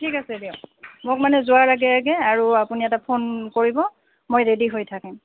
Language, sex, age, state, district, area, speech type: Assamese, female, 30-45, Assam, Goalpara, urban, conversation